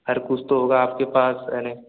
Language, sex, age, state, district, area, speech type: Hindi, male, 18-30, Madhya Pradesh, Balaghat, rural, conversation